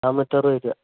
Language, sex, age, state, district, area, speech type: Malayalam, male, 18-30, Kerala, Kozhikode, rural, conversation